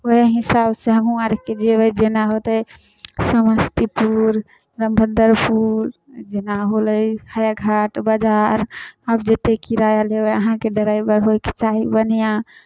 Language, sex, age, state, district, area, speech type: Maithili, female, 18-30, Bihar, Samastipur, rural, spontaneous